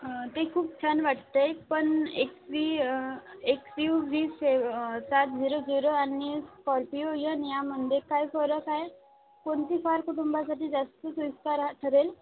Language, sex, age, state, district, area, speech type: Marathi, female, 18-30, Maharashtra, Aurangabad, rural, conversation